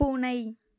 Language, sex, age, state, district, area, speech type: Tamil, female, 18-30, Tamil Nadu, Madurai, rural, read